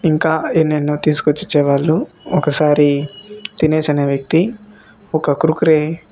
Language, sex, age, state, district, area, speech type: Telugu, male, 18-30, Andhra Pradesh, Sri Balaji, rural, spontaneous